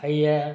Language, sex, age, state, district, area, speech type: Maithili, male, 60+, Bihar, Araria, rural, spontaneous